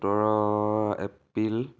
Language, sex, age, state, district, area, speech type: Assamese, male, 18-30, Assam, Dhemaji, rural, spontaneous